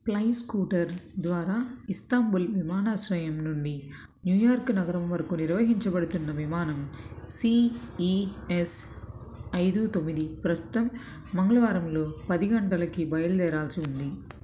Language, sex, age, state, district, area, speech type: Telugu, female, 30-45, Andhra Pradesh, Krishna, urban, read